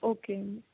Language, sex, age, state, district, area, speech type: Telugu, female, 30-45, Andhra Pradesh, Krishna, urban, conversation